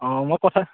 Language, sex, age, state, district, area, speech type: Assamese, male, 18-30, Assam, Golaghat, rural, conversation